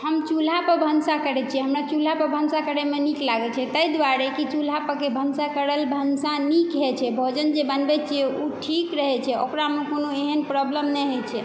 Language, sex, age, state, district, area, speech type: Maithili, female, 18-30, Bihar, Saharsa, rural, spontaneous